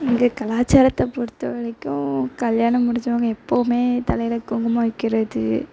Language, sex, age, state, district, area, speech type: Tamil, female, 18-30, Tamil Nadu, Thoothukudi, rural, spontaneous